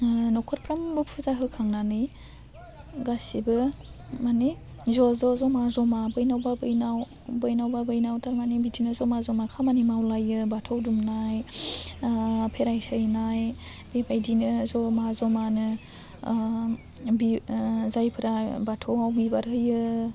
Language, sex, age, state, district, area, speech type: Bodo, female, 18-30, Assam, Baksa, rural, spontaneous